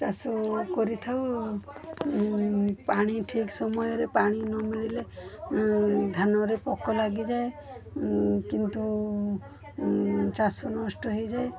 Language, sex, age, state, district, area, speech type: Odia, female, 45-60, Odisha, Balasore, rural, spontaneous